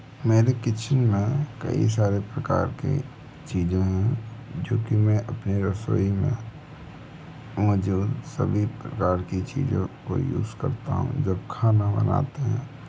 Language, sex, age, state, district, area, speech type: Hindi, male, 18-30, Madhya Pradesh, Bhopal, urban, spontaneous